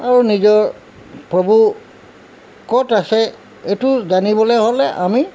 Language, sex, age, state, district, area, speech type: Assamese, male, 60+, Assam, Tinsukia, rural, spontaneous